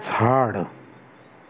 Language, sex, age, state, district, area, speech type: Marathi, male, 30-45, Maharashtra, Thane, urban, read